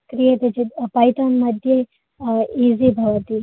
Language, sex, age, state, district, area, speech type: Sanskrit, female, 18-30, Karnataka, Dakshina Kannada, urban, conversation